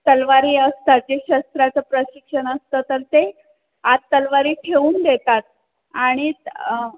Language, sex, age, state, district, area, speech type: Marathi, female, 30-45, Maharashtra, Pune, urban, conversation